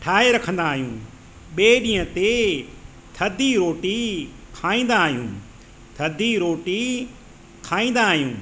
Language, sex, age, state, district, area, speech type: Sindhi, male, 45-60, Madhya Pradesh, Katni, urban, spontaneous